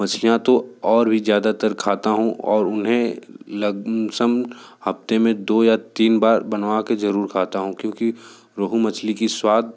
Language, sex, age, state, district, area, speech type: Hindi, male, 60+, Uttar Pradesh, Sonbhadra, rural, spontaneous